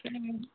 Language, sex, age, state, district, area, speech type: Assamese, female, 18-30, Assam, Sivasagar, rural, conversation